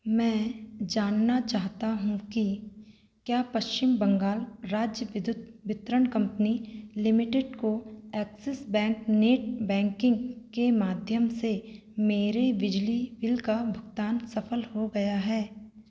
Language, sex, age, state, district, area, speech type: Hindi, female, 30-45, Madhya Pradesh, Seoni, rural, read